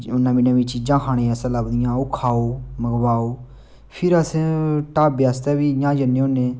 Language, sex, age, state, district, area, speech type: Dogri, male, 18-30, Jammu and Kashmir, Samba, rural, spontaneous